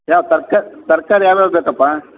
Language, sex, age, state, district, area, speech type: Kannada, male, 30-45, Karnataka, Bellary, rural, conversation